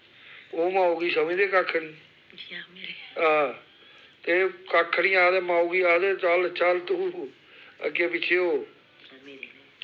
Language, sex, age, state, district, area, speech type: Dogri, male, 45-60, Jammu and Kashmir, Samba, rural, spontaneous